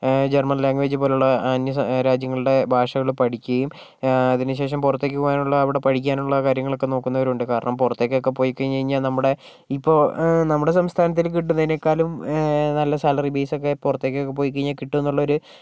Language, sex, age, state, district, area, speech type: Malayalam, male, 30-45, Kerala, Kozhikode, urban, spontaneous